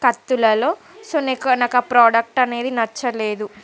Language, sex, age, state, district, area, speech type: Telugu, female, 30-45, Andhra Pradesh, Srikakulam, urban, spontaneous